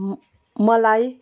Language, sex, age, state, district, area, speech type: Nepali, female, 45-60, West Bengal, Darjeeling, rural, spontaneous